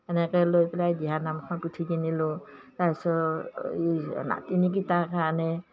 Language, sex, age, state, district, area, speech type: Assamese, female, 60+, Assam, Udalguri, rural, spontaneous